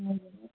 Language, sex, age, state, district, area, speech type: Nepali, female, 18-30, West Bengal, Jalpaiguri, rural, conversation